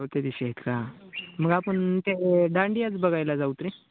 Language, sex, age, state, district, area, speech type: Marathi, male, 18-30, Maharashtra, Nanded, rural, conversation